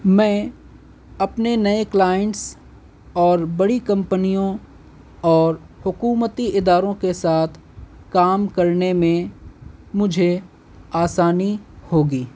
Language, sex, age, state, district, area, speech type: Urdu, male, 18-30, Delhi, North East Delhi, urban, spontaneous